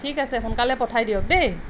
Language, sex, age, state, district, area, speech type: Assamese, female, 45-60, Assam, Sonitpur, urban, spontaneous